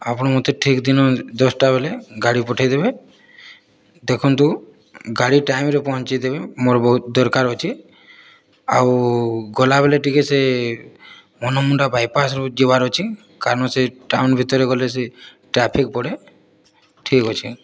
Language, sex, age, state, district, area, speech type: Odia, male, 18-30, Odisha, Boudh, rural, spontaneous